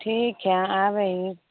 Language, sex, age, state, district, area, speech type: Maithili, female, 18-30, Bihar, Samastipur, rural, conversation